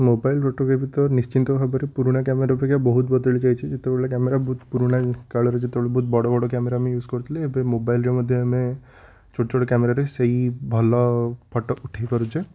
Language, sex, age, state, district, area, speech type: Odia, male, 18-30, Odisha, Puri, urban, spontaneous